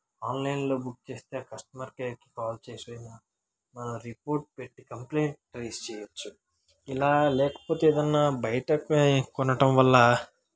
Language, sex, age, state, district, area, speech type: Telugu, male, 18-30, Andhra Pradesh, Srikakulam, rural, spontaneous